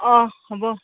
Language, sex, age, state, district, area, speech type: Assamese, female, 30-45, Assam, Barpeta, rural, conversation